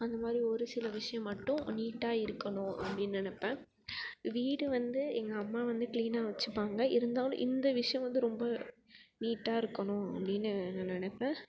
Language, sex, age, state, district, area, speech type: Tamil, female, 18-30, Tamil Nadu, Perambalur, rural, spontaneous